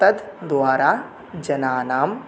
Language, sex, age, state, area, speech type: Sanskrit, male, 18-30, Tripura, rural, spontaneous